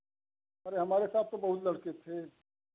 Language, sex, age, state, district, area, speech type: Hindi, male, 30-45, Uttar Pradesh, Chandauli, rural, conversation